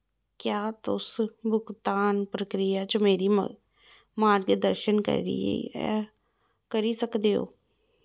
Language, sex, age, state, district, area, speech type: Dogri, female, 30-45, Jammu and Kashmir, Jammu, urban, read